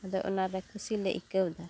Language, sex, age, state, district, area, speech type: Santali, female, 45-60, West Bengal, Uttar Dinajpur, rural, spontaneous